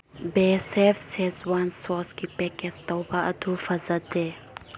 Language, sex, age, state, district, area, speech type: Manipuri, female, 30-45, Manipur, Chandel, rural, read